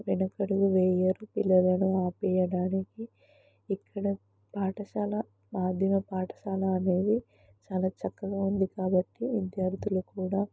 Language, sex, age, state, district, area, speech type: Telugu, female, 18-30, Telangana, Mahabubabad, rural, spontaneous